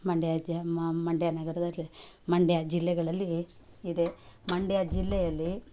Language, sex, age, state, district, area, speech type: Kannada, female, 45-60, Karnataka, Mandya, urban, spontaneous